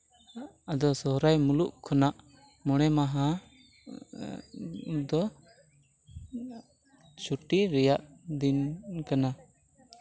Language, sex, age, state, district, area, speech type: Santali, male, 18-30, Jharkhand, East Singhbhum, rural, spontaneous